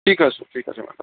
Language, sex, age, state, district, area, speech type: Bengali, male, 45-60, West Bengal, Darjeeling, rural, conversation